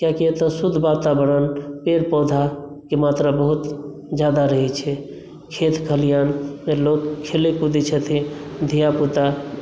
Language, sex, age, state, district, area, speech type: Maithili, male, 18-30, Bihar, Madhubani, rural, spontaneous